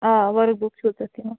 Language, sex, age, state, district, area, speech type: Kashmiri, female, 30-45, Jammu and Kashmir, Srinagar, urban, conversation